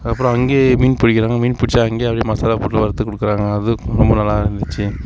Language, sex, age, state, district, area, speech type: Tamil, male, 45-60, Tamil Nadu, Sivaganga, rural, spontaneous